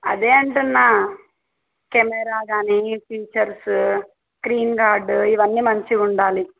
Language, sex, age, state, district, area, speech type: Telugu, female, 18-30, Telangana, Yadadri Bhuvanagiri, urban, conversation